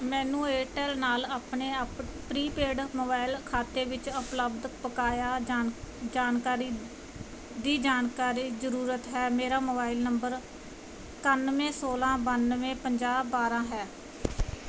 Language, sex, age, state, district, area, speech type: Punjabi, female, 30-45, Punjab, Muktsar, urban, read